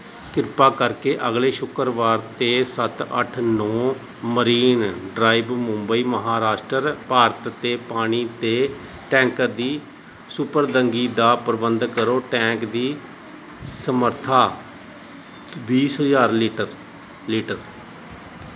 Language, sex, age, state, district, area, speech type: Punjabi, male, 30-45, Punjab, Gurdaspur, rural, read